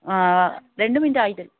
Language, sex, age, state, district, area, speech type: Malayalam, female, 30-45, Kerala, Kasaragod, rural, conversation